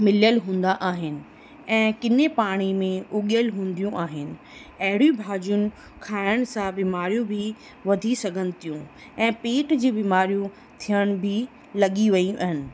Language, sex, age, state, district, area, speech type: Sindhi, female, 30-45, Rajasthan, Ajmer, urban, spontaneous